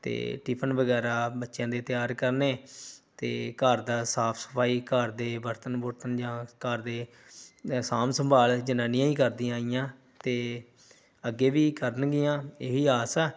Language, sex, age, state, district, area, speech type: Punjabi, male, 30-45, Punjab, Pathankot, rural, spontaneous